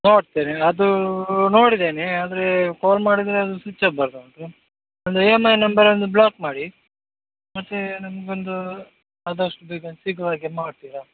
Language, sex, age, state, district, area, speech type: Kannada, male, 30-45, Karnataka, Udupi, rural, conversation